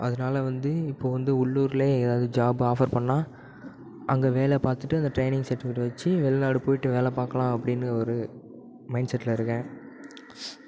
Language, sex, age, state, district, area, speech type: Tamil, male, 18-30, Tamil Nadu, Nagapattinam, rural, spontaneous